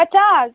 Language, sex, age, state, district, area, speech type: Hindi, female, 18-30, Madhya Pradesh, Seoni, urban, conversation